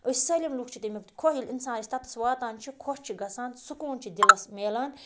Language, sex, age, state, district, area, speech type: Kashmiri, female, 30-45, Jammu and Kashmir, Budgam, rural, spontaneous